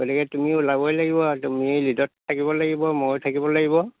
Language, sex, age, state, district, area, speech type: Assamese, male, 60+, Assam, Golaghat, urban, conversation